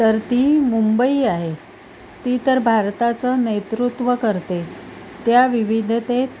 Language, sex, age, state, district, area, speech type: Marathi, female, 60+, Maharashtra, Palghar, urban, spontaneous